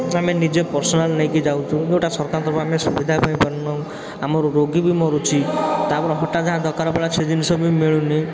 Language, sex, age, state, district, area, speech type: Odia, male, 30-45, Odisha, Puri, urban, spontaneous